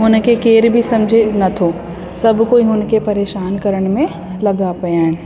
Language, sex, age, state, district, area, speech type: Sindhi, female, 30-45, Delhi, South Delhi, urban, spontaneous